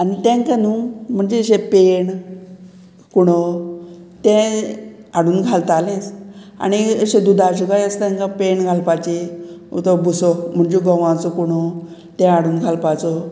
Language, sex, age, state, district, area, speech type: Goan Konkani, female, 60+, Goa, Murmgao, rural, spontaneous